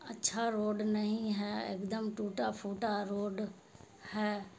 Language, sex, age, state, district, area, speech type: Urdu, female, 60+, Bihar, Khagaria, rural, spontaneous